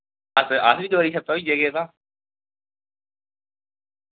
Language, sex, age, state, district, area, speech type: Dogri, male, 30-45, Jammu and Kashmir, Udhampur, rural, conversation